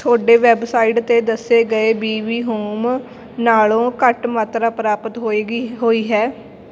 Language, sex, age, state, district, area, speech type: Punjabi, female, 18-30, Punjab, Fatehgarh Sahib, rural, read